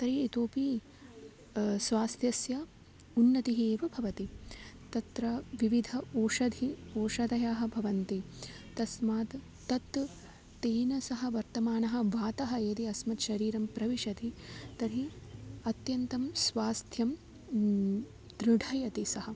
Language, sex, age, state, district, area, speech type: Sanskrit, female, 18-30, Tamil Nadu, Tiruchirappalli, urban, spontaneous